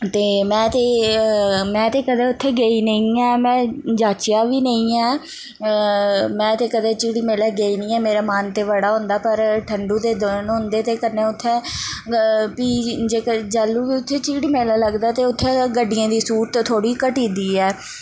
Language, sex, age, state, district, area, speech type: Dogri, female, 18-30, Jammu and Kashmir, Jammu, rural, spontaneous